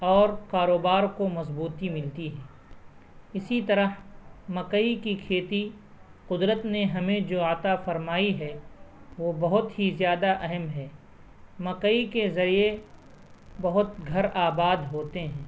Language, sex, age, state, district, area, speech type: Urdu, male, 18-30, Bihar, Purnia, rural, spontaneous